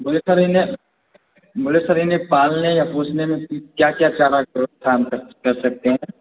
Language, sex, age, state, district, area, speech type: Hindi, male, 18-30, Bihar, Darbhanga, rural, conversation